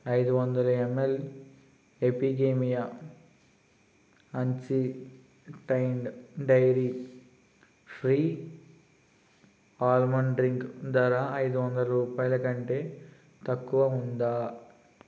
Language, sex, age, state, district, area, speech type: Telugu, male, 18-30, Andhra Pradesh, Konaseema, rural, read